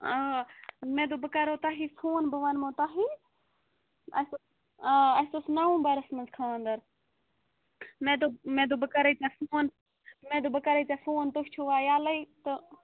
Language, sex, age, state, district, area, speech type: Kashmiri, female, 30-45, Jammu and Kashmir, Bandipora, rural, conversation